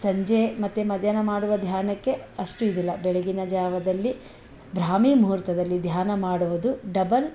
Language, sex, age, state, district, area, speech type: Kannada, female, 45-60, Karnataka, Bangalore Rural, rural, spontaneous